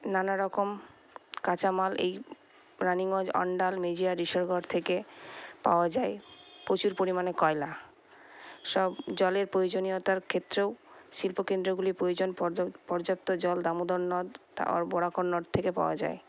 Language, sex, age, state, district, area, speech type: Bengali, female, 30-45, West Bengal, Paschim Bardhaman, urban, spontaneous